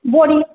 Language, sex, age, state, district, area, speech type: Bengali, female, 30-45, West Bengal, Kolkata, urban, conversation